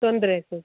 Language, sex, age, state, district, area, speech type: Kannada, female, 18-30, Karnataka, Dakshina Kannada, rural, conversation